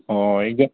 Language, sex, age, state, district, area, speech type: Manipuri, male, 18-30, Manipur, Senapati, rural, conversation